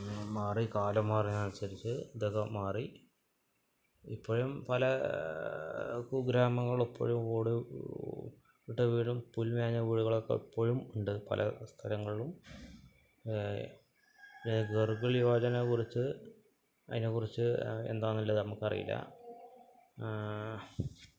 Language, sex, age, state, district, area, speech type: Malayalam, male, 30-45, Kerala, Malappuram, rural, spontaneous